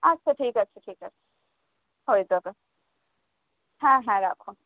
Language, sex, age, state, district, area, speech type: Bengali, female, 18-30, West Bengal, South 24 Parganas, urban, conversation